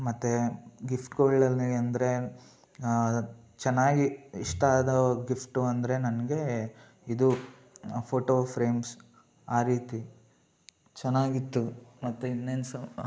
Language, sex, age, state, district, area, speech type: Kannada, male, 18-30, Karnataka, Mysore, urban, spontaneous